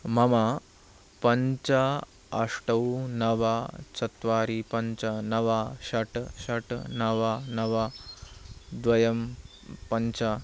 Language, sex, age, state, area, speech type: Sanskrit, male, 18-30, Haryana, rural, read